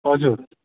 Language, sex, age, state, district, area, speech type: Nepali, male, 60+, West Bengal, Kalimpong, rural, conversation